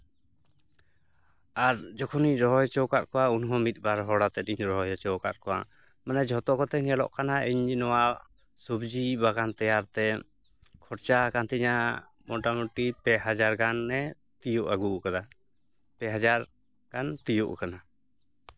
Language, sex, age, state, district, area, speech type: Santali, male, 30-45, West Bengal, Jhargram, rural, spontaneous